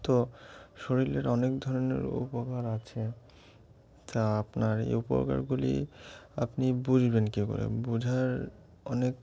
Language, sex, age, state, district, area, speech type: Bengali, male, 18-30, West Bengal, Murshidabad, urban, spontaneous